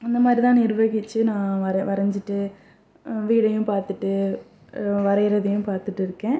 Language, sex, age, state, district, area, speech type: Tamil, female, 30-45, Tamil Nadu, Pudukkottai, rural, spontaneous